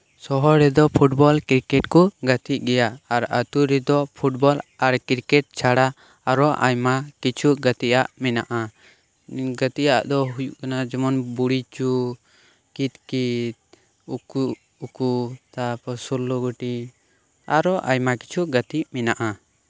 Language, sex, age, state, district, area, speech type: Santali, male, 18-30, West Bengal, Birbhum, rural, spontaneous